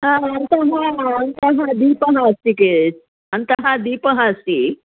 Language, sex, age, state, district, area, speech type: Sanskrit, female, 60+, Tamil Nadu, Chennai, urban, conversation